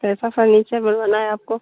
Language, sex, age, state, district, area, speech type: Hindi, female, 60+, Uttar Pradesh, Hardoi, rural, conversation